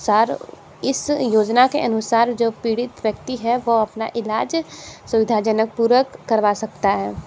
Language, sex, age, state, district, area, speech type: Hindi, female, 18-30, Uttar Pradesh, Sonbhadra, rural, spontaneous